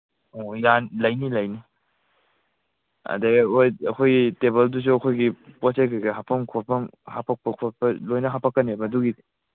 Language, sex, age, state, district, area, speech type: Manipuri, male, 18-30, Manipur, Kangpokpi, urban, conversation